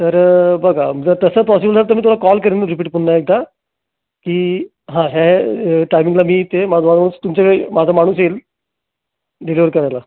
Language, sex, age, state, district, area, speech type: Marathi, male, 30-45, Maharashtra, Raigad, rural, conversation